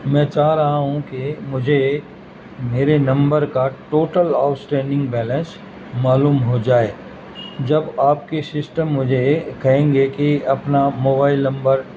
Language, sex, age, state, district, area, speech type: Urdu, male, 60+, Uttar Pradesh, Gautam Buddha Nagar, urban, spontaneous